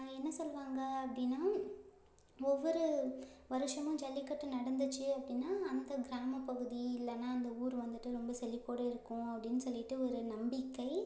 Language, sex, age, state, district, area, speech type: Tamil, female, 18-30, Tamil Nadu, Ariyalur, rural, spontaneous